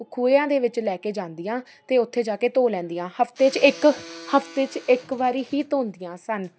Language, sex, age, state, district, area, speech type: Punjabi, female, 18-30, Punjab, Faridkot, urban, spontaneous